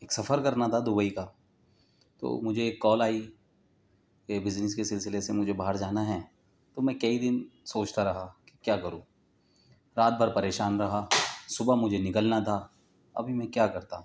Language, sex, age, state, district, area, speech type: Urdu, male, 30-45, Delhi, Central Delhi, urban, spontaneous